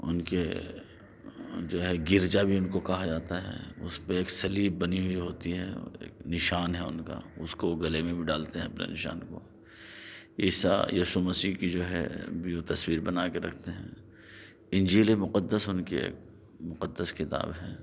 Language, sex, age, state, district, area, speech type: Urdu, male, 45-60, Delhi, Central Delhi, urban, spontaneous